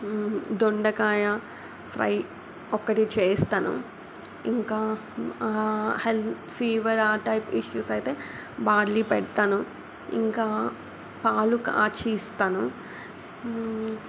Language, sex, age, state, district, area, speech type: Telugu, female, 18-30, Telangana, Mancherial, rural, spontaneous